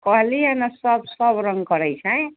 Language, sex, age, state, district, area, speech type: Maithili, female, 60+, Bihar, Sitamarhi, rural, conversation